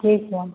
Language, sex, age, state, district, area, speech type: Hindi, female, 45-60, Bihar, Begusarai, rural, conversation